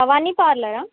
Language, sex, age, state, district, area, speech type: Telugu, female, 18-30, Telangana, Medak, urban, conversation